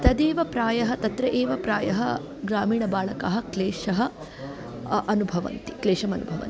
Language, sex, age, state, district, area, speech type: Sanskrit, female, 30-45, Andhra Pradesh, Guntur, urban, spontaneous